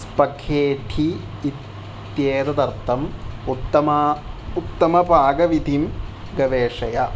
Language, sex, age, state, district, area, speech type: Sanskrit, male, 30-45, Kerala, Thrissur, urban, read